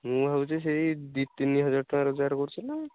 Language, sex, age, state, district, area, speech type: Odia, male, 18-30, Odisha, Jagatsinghpur, rural, conversation